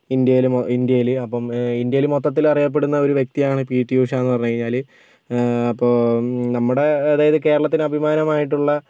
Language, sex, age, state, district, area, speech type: Malayalam, male, 18-30, Kerala, Kozhikode, urban, spontaneous